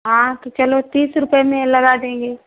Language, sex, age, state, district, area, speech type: Hindi, female, 30-45, Uttar Pradesh, Prayagraj, urban, conversation